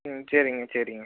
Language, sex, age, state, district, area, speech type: Tamil, male, 18-30, Tamil Nadu, Tiruchirappalli, rural, conversation